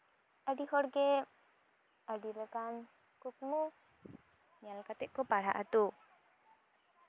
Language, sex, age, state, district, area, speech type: Santali, female, 18-30, West Bengal, Bankura, rural, spontaneous